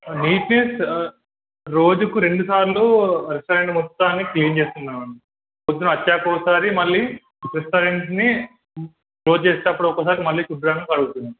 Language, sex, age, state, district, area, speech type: Telugu, male, 18-30, Telangana, Hanamkonda, urban, conversation